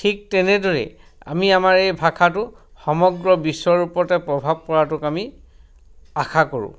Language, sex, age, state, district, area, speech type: Assamese, male, 45-60, Assam, Dhemaji, rural, spontaneous